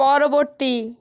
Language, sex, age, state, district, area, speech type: Bengali, female, 18-30, West Bengal, South 24 Parganas, rural, read